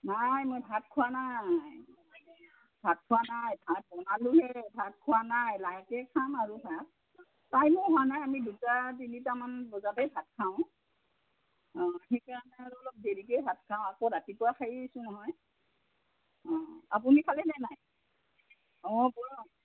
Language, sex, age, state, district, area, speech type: Assamese, female, 60+, Assam, Udalguri, rural, conversation